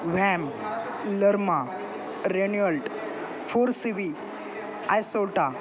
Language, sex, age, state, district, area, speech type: Marathi, male, 18-30, Maharashtra, Ahmednagar, rural, spontaneous